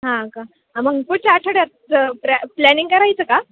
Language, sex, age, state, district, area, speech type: Marathi, female, 18-30, Maharashtra, Ahmednagar, rural, conversation